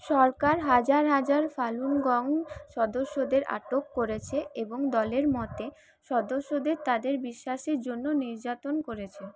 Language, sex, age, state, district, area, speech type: Bengali, female, 18-30, West Bengal, Paschim Bardhaman, urban, read